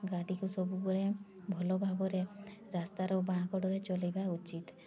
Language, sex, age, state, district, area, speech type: Odia, female, 18-30, Odisha, Mayurbhanj, rural, spontaneous